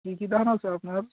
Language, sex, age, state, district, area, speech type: Bengali, male, 45-60, West Bengal, Cooch Behar, urban, conversation